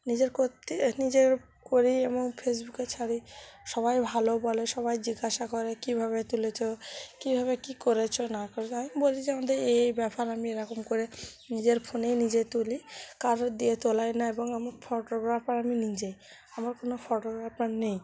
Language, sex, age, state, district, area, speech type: Bengali, female, 30-45, West Bengal, Cooch Behar, urban, spontaneous